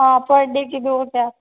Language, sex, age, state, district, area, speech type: Hindi, female, 30-45, Rajasthan, Jodhpur, urban, conversation